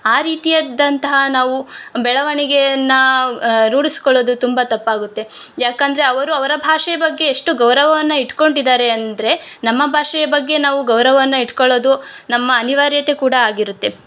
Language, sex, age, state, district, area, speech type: Kannada, female, 18-30, Karnataka, Chikkamagaluru, rural, spontaneous